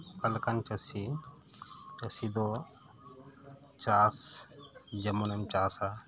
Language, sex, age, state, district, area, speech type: Santali, male, 30-45, West Bengal, Birbhum, rural, spontaneous